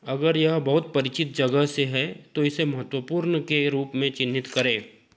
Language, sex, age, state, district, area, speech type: Hindi, male, 30-45, Madhya Pradesh, Betul, rural, read